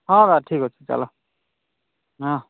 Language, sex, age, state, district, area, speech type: Odia, male, 18-30, Odisha, Kalahandi, rural, conversation